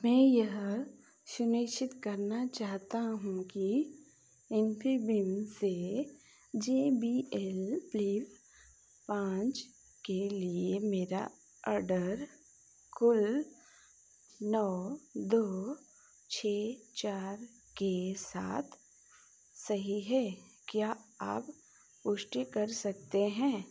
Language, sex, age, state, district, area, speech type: Hindi, female, 45-60, Madhya Pradesh, Chhindwara, rural, read